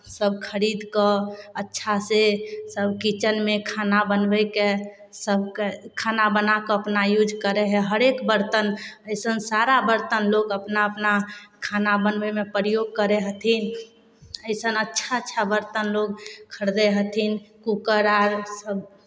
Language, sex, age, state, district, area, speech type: Maithili, female, 18-30, Bihar, Samastipur, urban, spontaneous